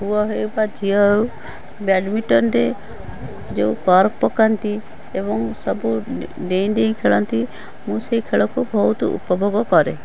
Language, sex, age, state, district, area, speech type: Odia, female, 45-60, Odisha, Cuttack, urban, spontaneous